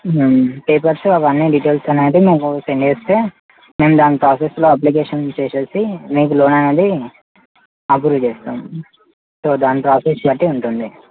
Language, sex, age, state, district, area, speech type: Telugu, male, 18-30, Telangana, Mancherial, urban, conversation